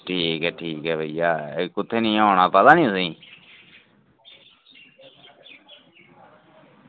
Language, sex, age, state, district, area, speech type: Dogri, male, 30-45, Jammu and Kashmir, Reasi, rural, conversation